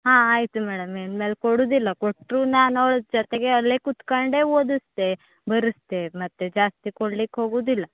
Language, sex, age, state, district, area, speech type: Kannada, female, 30-45, Karnataka, Uttara Kannada, rural, conversation